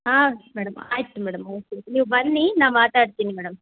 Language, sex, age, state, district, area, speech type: Kannada, female, 30-45, Karnataka, Chitradurga, rural, conversation